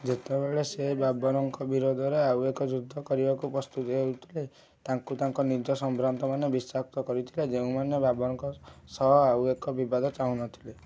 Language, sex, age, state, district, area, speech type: Odia, male, 18-30, Odisha, Kendujhar, urban, read